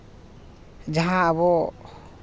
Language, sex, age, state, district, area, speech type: Santali, male, 30-45, Jharkhand, East Singhbhum, rural, spontaneous